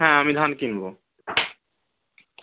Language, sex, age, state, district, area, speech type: Bengali, male, 18-30, West Bengal, Birbhum, urban, conversation